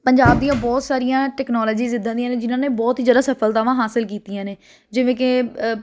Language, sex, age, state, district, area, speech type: Punjabi, female, 18-30, Punjab, Ludhiana, urban, spontaneous